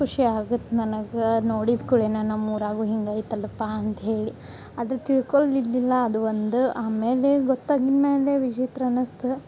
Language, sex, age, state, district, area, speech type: Kannada, female, 18-30, Karnataka, Gadag, urban, spontaneous